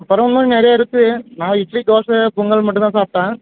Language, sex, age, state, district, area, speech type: Tamil, male, 18-30, Tamil Nadu, Dharmapuri, rural, conversation